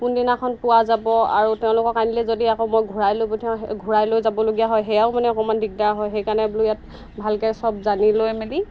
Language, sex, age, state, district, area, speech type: Assamese, female, 30-45, Assam, Golaghat, rural, spontaneous